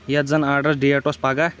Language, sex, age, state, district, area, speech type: Kashmiri, male, 18-30, Jammu and Kashmir, Shopian, rural, spontaneous